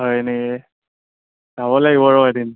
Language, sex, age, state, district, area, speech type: Assamese, male, 18-30, Assam, Dhemaji, rural, conversation